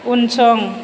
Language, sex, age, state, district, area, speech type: Bodo, female, 30-45, Assam, Chirang, urban, read